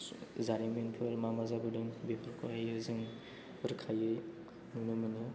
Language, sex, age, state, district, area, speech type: Bodo, male, 18-30, Assam, Chirang, rural, spontaneous